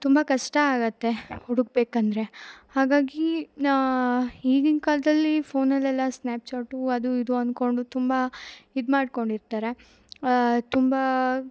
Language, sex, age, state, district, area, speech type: Kannada, female, 18-30, Karnataka, Chikkamagaluru, rural, spontaneous